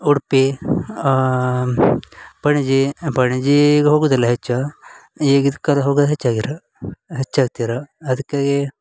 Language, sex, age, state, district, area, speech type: Kannada, male, 18-30, Karnataka, Uttara Kannada, rural, spontaneous